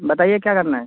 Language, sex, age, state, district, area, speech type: Hindi, male, 30-45, Uttar Pradesh, Mau, rural, conversation